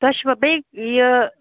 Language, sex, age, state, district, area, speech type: Kashmiri, female, 30-45, Jammu and Kashmir, Bandipora, rural, conversation